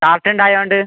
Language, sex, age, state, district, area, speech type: Malayalam, male, 18-30, Kerala, Malappuram, rural, conversation